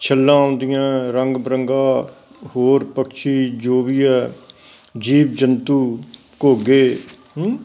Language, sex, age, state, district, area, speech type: Punjabi, male, 60+, Punjab, Amritsar, urban, spontaneous